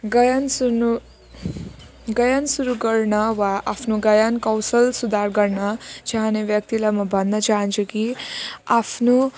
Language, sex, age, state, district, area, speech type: Nepali, female, 18-30, West Bengal, Jalpaiguri, rural, spontaneous